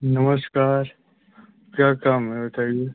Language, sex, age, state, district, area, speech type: Hindi, male, 30-45, Uttar Pradesh, Ghazipur, rural, conversation